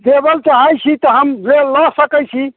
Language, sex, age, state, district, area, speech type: Maithili, male, 60+, Bihar, Muzaffarpur, rural, conversation